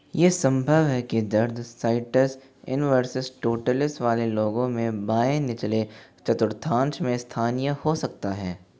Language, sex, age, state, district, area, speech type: Hindi, male, 18-30, Rajasthan, Jaipur, urban, read